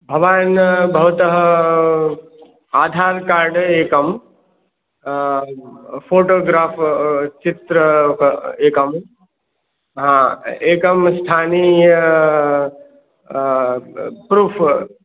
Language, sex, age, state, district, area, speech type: Sanskrit, male, 45-60, Uttar Pradesh, Prayagraj, urban, conversation